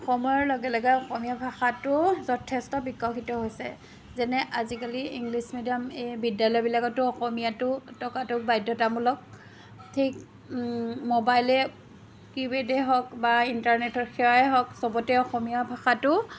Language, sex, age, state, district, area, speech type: Assamese, female, 30-45, Assam, Jorhat, rural, spontaneous